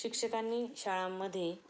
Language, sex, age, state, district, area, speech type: Marathi, female, 30-45, Maharashtra, Ahmednagar, rural, spontaneous